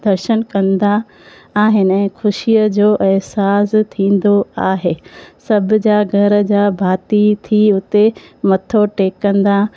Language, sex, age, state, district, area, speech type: Sindhi, female, 30-45, Gujarat, Junagadh, urban, spontaneous